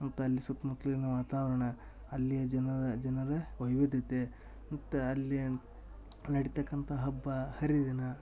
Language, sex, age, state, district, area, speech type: Kannada, male, 18-30, Karnataka, Dharwad, rural, spontaneous